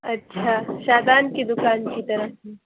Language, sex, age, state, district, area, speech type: Urdu, female, 30-45, Uttar Pradesh, Lucknow, rural, conversation